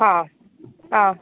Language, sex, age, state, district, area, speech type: Goan Konkani, female, 30-45, Goa, Tiswadi, rural, conversation